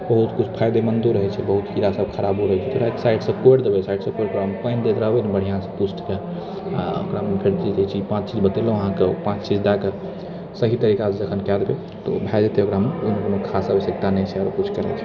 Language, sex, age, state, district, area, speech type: Maithili, male, 60+, Bihar, Purnia, rural, spontaneous